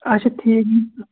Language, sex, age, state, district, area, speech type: Kashmiri, male, 30-45, Jammu and Kashmir, Pulwama, rural, conversation